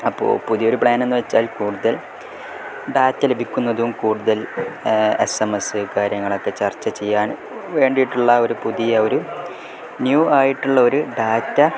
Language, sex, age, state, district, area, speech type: Malayalam, male, 18-30, Kerala, Kozhikode, rural, spontaneous